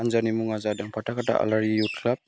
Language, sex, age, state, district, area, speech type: Bodo, male, 18-30, Assam, Udalguri, urban, spontaneous